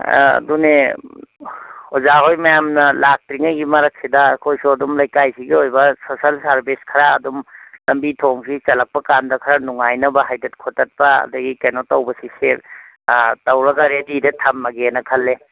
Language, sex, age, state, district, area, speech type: Manipuri, male, 45-60, Manipur, Imphal East, rural, conversation